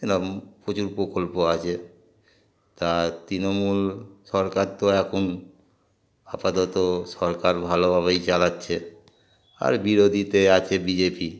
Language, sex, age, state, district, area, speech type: Bengali, male, 60+, West Bengal, Darjeeling, urban, spontaneous